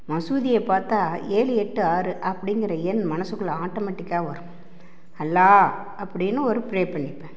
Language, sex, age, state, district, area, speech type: Tamil, female, 60+, Tamil Nadu, Namakkal, rural, spontaneous